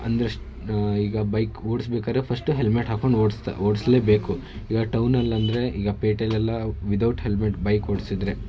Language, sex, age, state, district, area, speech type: Kannada, male, 18-30, Karnataka, Shimoga, rural, spontaneous